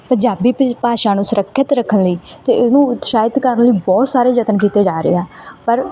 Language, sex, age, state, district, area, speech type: Punjabi, female, 18-30, Punjab, Bathinda, rural, spontaneous